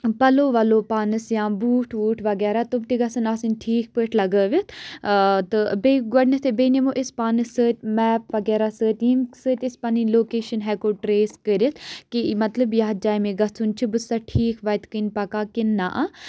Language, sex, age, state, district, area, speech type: Kashmiri, female, 18-30, Jammu and Kashmir, Baramulla, rural, spontaneous